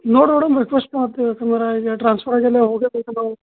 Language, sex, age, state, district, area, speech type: Kannada, male, 30-45, Karnataka, Bidar, rural, conversation